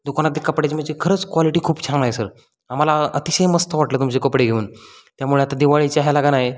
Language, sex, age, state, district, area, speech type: Marathi, male, 18-30, Maharashtra, Satara, rural, spontaneous